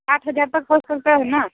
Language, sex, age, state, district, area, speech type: Hindi, female, 30-45, Uttar Pradesh, Bhadohi, urban, conversation